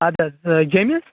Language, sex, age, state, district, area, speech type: Kashmiri, male, 18-30, Jammu and Kashmir, Anantnag, rural, conversation